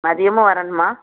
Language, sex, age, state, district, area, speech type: Tamil, female, 45-60, Tamil Nadu, Thoothukudi, urban, conversation